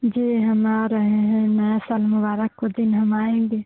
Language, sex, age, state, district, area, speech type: Hindi, female, 18-30, Bihar, Muzaffarpur, rural, conversation